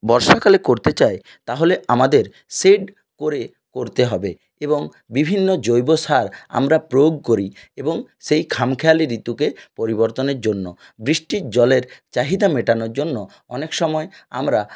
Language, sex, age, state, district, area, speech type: Bengali, male, 60+, West Bengal, Purulia, rural, spontaneous